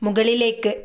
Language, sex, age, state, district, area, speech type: Malayalam, female, 18-30, Kerala, Kannur, rural, read